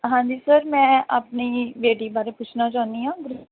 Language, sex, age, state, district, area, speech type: Punjabi, female, 30-45, Punjab, Tarn Taran, rural, conversation